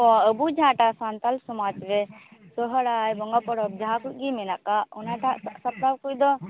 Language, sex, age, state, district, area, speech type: Santali, female, 18-30, West Bengal, Purba Bardhaman, rural, conversation